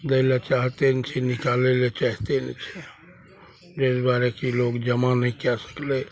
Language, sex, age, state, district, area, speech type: Maithili, male, 45-60, Bihar, Araria, rural, spontaneous